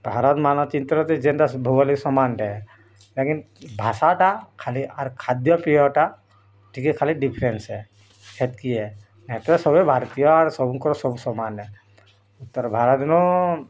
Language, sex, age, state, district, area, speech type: Odia, female, 30-45, Odisha, Bargarh, urban, spontaneous